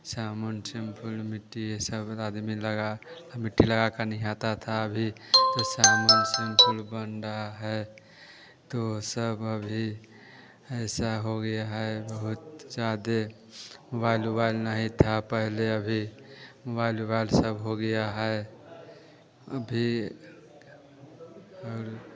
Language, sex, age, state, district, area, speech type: Hindi, male, 30-45, Bihar, Vaishali, urban, spontaneous